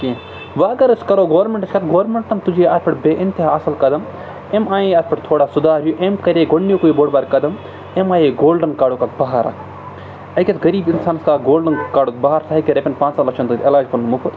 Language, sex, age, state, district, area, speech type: Kashmiri, male, 45-60, Jammu and Kashmir, Baramulla, rural, spontaneous